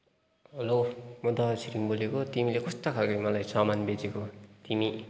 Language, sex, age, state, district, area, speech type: Nepali, male, 18-30, West Bengal, Kalimpong, rural, spontaneous